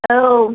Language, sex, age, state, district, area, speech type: Bodo, female, 18-30, Assam, Kokrajhar, rural, conversation